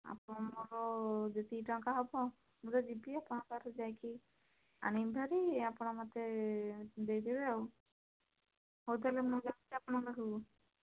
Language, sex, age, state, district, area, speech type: Odia, female, 18-30, Odisha, Bhadrak, rural, conversation